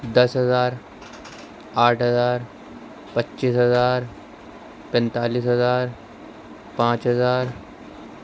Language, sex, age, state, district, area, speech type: Urdu, male, 30-45, Delhi, Central Delhi, urban, spontaneous